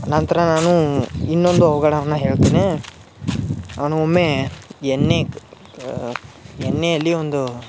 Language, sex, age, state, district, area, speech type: Kannada, male, 18-30, Karnataka, Dharwad, rural, spontaneous